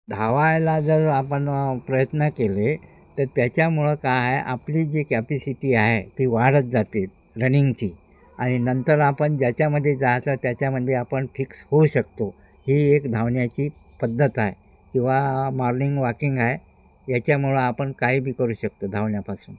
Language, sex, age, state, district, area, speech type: Marathi, male, 60+, Maharashtra, Wardha, rural, spontaneous